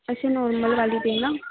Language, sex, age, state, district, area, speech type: Hindi, female, 18-30, Madhya Pradesh, Chhindwara, urban, conversation